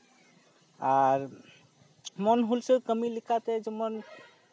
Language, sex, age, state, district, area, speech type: Santali, male, 30-45, West Bengal, Purba Bardhaman, rural, spontaneous